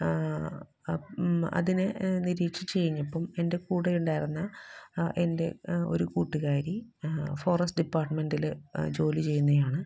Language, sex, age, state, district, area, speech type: Malayalam, female, 30-45, Kerala, Ernakulam, rural, spontaneous